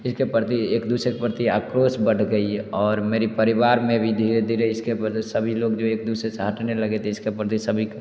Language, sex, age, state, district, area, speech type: Hindi, male, 30-45, Bihar, Darbhanga, rural, spontaneous